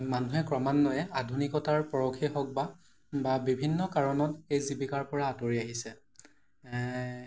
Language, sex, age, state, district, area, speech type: Assamese, male, 18-30, Assam, Morigaon, rural, spontaneous